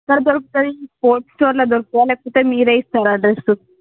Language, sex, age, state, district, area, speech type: Telugu, female, 60+, Andhra Pradesh, Visakhapatnam, urban, conversation